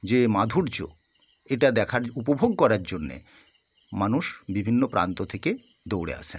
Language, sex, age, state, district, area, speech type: Bengali, male, 60+, West Bengal, South 24 Parganas, rural, spontaneous